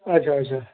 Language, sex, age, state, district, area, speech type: Kashmiri, male, 45-60, Jammu and Kashmir, Ganderbal, rural, conversation